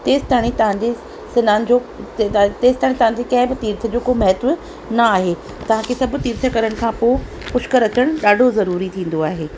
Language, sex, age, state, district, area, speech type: Sindhi, female, 45-60, Rajasthan, Ajmer, rural, spontaneous